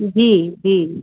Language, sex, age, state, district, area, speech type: Hindi, female, 45-60, Uttar Pradesh, Sitapur, rural, conversation